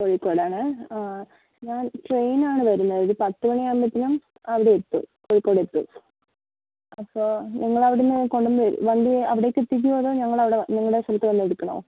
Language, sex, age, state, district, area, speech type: Malayalam, female, 30-45, Kerala, Kozhikode, urban, conversation